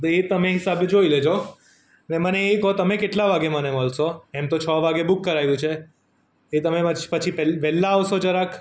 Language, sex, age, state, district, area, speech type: Gujarati, male, 30-45, Gujarat, Surat, urban, spontaneous